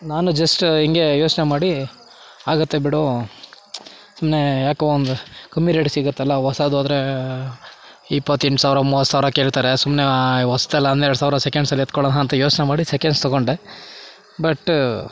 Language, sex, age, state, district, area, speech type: Kannada, male, 60+, Karnataka, Kolar, rural, spontaneous